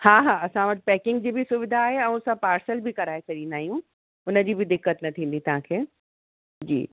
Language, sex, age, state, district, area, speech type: Sindhi, female, 30-45, Uttar Pradesh, Lucknow, urban, conversation